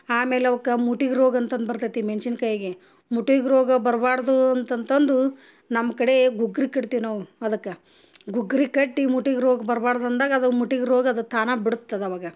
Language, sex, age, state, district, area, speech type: Kannada, female, 30-45, Karnataka, Gadag, rural, spontaneous